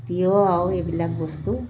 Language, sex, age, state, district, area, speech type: Assamese, female, 60+, Assam, Dibrugarh, urban, spontaneous